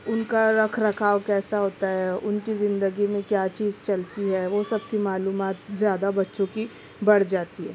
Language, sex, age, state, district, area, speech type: Urdu, female, 30-45, Maharashtra, Nashik, rural, spontaneous